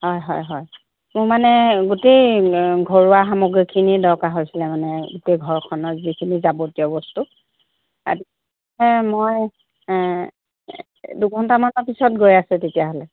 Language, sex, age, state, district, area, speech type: Assamese, female, 45-60, Assam, Jorhat, urban, conversation